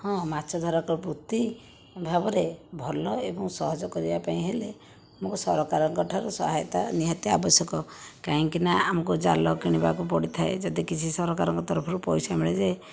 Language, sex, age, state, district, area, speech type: Odia, female, 45-60, Odisha, Jajpur, rural, spontaneous